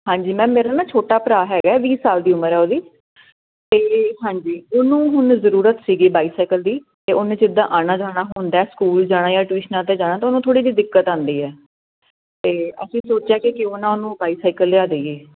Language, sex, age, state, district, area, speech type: Punjabi, female, 30-45, Punjab, Jalandhar, urban, conversation